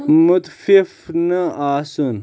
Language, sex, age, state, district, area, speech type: Kashmiri, male, 30-45, Jammu and Kashmir, Shopian, rural, read